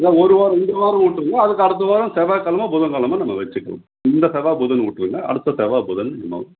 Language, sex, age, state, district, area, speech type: Tamil, male, 60+, Tamil Nadu, Tenkasi, rural, conversation